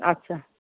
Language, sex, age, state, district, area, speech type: Bengali, female, 60+, West Bengal, Paschim Bardhaman, urban, conversation